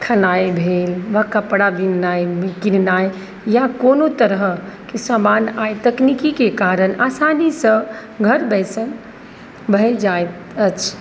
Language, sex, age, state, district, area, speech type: Maithili, female, 30-45, Bihar, Madhubani, urban, spontaneous